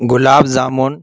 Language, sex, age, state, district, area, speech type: Urdu, male, 30-45, Bihar, Khagaria, rural, spontaneous